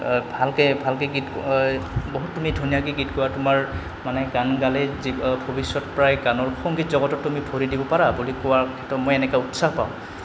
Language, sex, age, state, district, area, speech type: Assamese, male, 18-30, Assam, Goalpara, rural, spontaneous